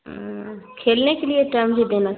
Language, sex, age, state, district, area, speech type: Urdu, female, 45-60, Bihar, Khagaria, rural, conversation